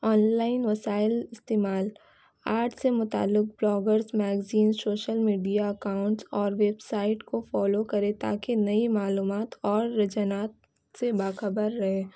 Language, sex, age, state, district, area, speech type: Urdu, female, 18-30, West Bengal, Kolkata, urban, spontaneous